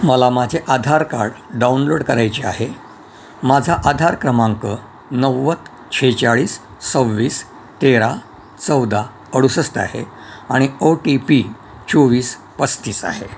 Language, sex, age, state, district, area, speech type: Marathi, male, 60+, Maharashtra, Yavatmal, urban, read